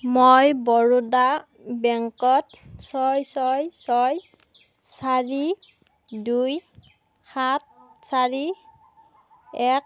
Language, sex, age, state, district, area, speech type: Assamese, female, 30-45, Assam, Darrang, rural, read